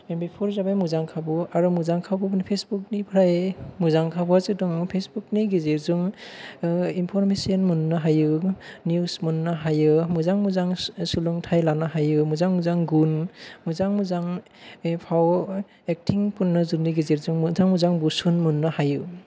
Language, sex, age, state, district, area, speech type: Bodo, male, 30-45, Assam, Kokrajhar, urban, spontaneous